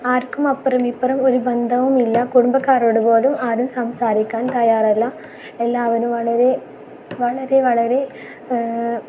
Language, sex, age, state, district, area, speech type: Malayalam, female, 18-30, Kerala, Kasaragod, rural, spontaneous